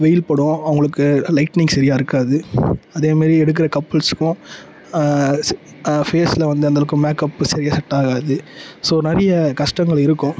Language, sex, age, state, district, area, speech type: Tamil, male, 30-45, Tamil Nadu, Tiruvannamalai, rural, spontaneous